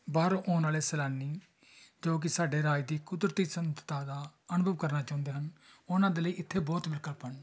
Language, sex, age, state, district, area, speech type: Punjabi, male, 30-45, Punjab, Tarn Taran, urban, spontaneous